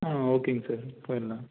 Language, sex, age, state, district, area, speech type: Tamil, male, 18-30, Tamil Nadu, Erode, rural, conversation